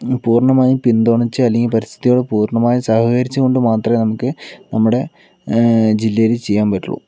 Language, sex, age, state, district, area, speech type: Malayalam, male, 45-60, Kerala, Palakkad, rural, spontaneous